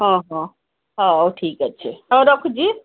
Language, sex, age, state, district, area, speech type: Odia, female, 60+, Odisha, Gajapati, rural, conversation